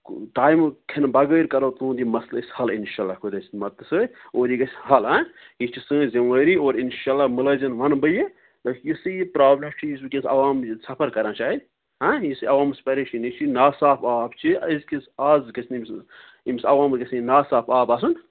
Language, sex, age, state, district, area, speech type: Kashmiri, male, 30-45, Jammu and Kashmir, Kupwara, rural, conversation